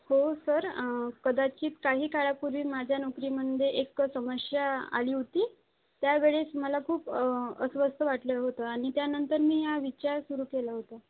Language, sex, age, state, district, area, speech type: Marathi, female, 18-30, Maharashtra, Aurangabad, rural, conversation